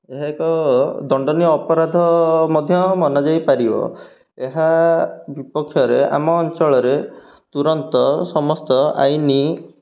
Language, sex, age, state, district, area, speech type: Odia, male, 18-30, Odisha, Jagatsinghpur, rural, spontaneous